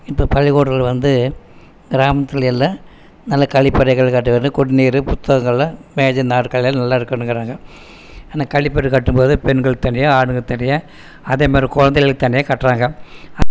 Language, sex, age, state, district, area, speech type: Tamil, male, 60+, Tamil Nadu, Erode, rural, spontaneous